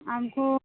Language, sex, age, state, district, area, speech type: Hindi, female, 30-45, Uttar Pradesh, Mirzapur, rural, conversation